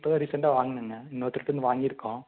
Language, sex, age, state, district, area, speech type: Tamil, male, 18-30, Tamil Nadu, Erode, rural, conversation